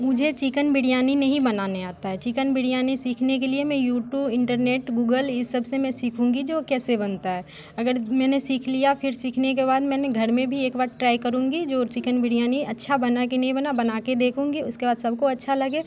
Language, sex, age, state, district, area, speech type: Hindi, female, 18-30, Bihar, Muzaffarpur, urban, spontaneous